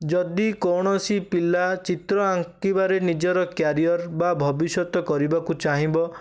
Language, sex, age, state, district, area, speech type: Odia, male, 18-30, Odisha, Bhadrak, rural, spontaneous